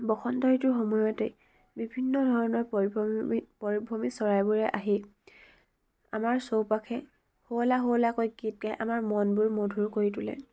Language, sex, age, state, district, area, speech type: Assamese, female, 18-30, Assam, Dibrugarh, rural, spontaneous